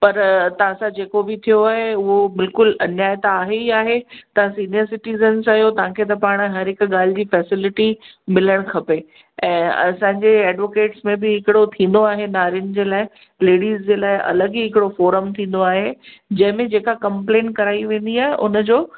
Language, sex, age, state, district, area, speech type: Sindhi, female, 45-60, Gujarat, Kutch, urban, conversation